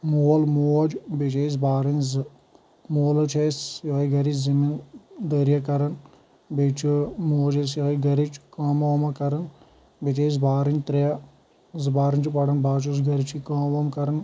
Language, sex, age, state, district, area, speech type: Kashmiri, male, 18-30, Jammu and Kashmir, Shopian, rural, spontaneous